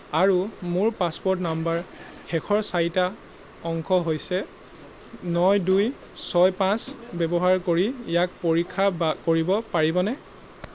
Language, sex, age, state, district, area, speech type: Assamese, male, 18-30, Assam, Golaghat, urban, read